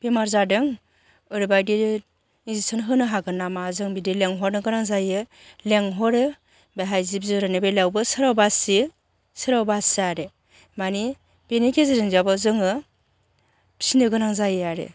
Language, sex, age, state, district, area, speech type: Bodo, female, 45-60, Assam, Chirang, rural, spontaneous